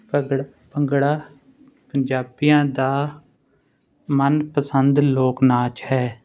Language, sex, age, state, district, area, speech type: Punjabi, male, 30-45, Punjab, Ludhiana, urban, spontaneous